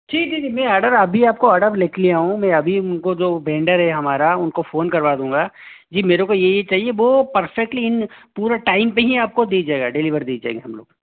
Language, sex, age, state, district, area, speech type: Hindi, male, 18-30, Rajasthan, Jaipur, urban, conversation